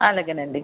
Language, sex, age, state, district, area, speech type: Telugu, female, 30-45, Andhra Pradesh, Visakhapatnam, urban, conversation